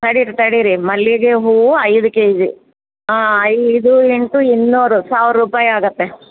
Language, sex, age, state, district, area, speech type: Kannada, female, 60+, Karnataka, Bellary, rural, conversation